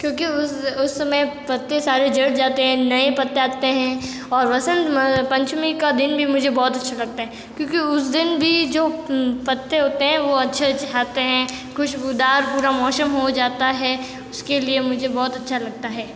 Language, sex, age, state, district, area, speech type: Hindi, female, 18-30, Rajasthan, Jodhpur, urban, spontaneous